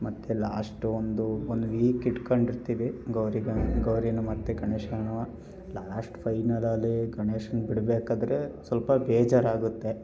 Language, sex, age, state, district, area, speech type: Kannada, male, 18-30, Karnataka, Hassan, rural, spontaneous